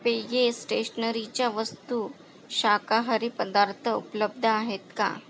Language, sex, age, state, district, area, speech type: Marathi, female, 30-45, Maharashtra, Akola, rural, read